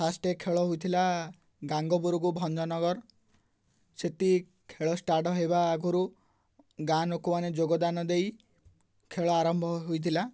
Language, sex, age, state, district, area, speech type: Odia, male, 18-30, Odisha, Ganjam, urban, spontaneous